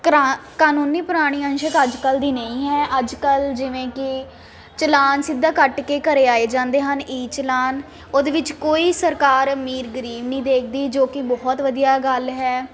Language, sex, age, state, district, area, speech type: Punjabi, female, 18-30, Punjab, Ludhiana, urban, spontaneous